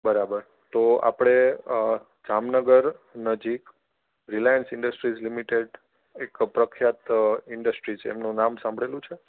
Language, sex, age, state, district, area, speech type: Gujarati, male, 18-30, Gujarat, Junagadh, urban, conversation